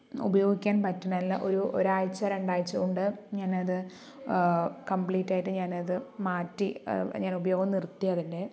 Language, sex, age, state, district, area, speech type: Malayalam, female, 30-45, Kerala, Palakkad, rural, spontaneous